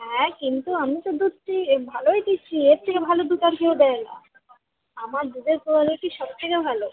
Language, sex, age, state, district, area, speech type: Bengali, female, 45-60, West Bengal, Birbhum, urban, conversation